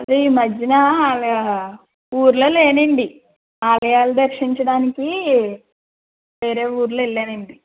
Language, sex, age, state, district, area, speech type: Telugu, female, 60+, Andhra Pradesh, East Godavari, rural, conversation